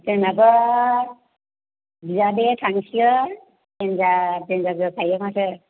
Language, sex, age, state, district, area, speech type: Bodo, female, 45-60, Assam, Chirang, rural, conversation